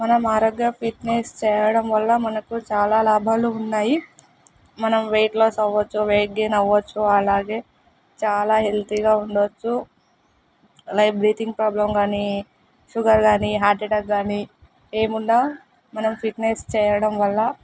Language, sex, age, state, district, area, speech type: Telugu, female, 18-30, Telangana, Mahbubnagar, urban, spontaneous